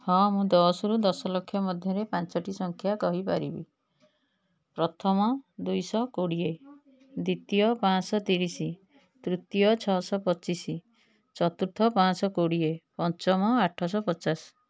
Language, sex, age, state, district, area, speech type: Odia, female, 45-60, Odisha, Puri, urban, spontaneous